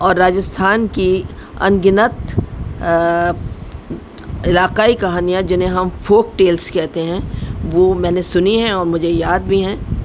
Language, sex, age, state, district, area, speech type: Urdu, female, 60+, Delhi, North East Delhi, urban, spontaneous